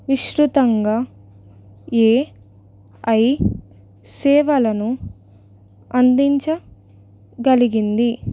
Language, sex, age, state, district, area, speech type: Telugu, female, 18-30, Telangana, Ranga Reddy, rural, spontaneous